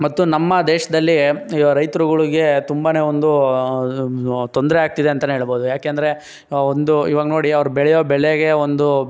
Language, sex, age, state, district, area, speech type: Kannada, male, 60+, Karnataka, Chikkaballapur, rural, spontaneous